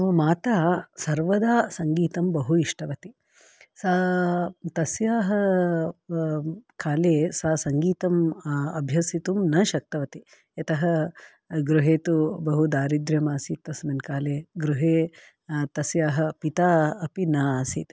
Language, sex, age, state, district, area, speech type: Sanskrit, female, 45-60, Karnataka, Bangalore Urban, urban, spontaneous